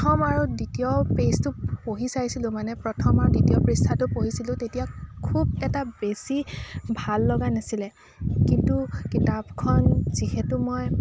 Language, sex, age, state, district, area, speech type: Assamese, female, 30-45, Assam, Dibrugarh, rural, spontaneous